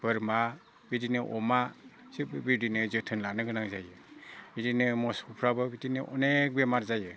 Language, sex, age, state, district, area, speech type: Bodo, male, 60+, Assam, Udalguri, rural, spontaneous